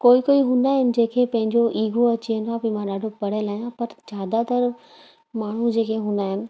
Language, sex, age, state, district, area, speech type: Sindhi, female, 30-45, Gujarat, Kutch, urban, spontaneous